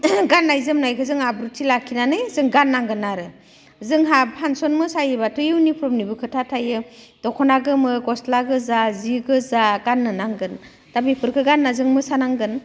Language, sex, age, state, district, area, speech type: Bodo, female, 45-60, Assam, Udalguri, rural, spontaneous